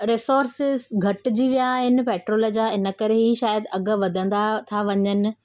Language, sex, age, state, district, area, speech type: Sindhi, female, 30-45, Maharashtra, Thane, urban, spontaneous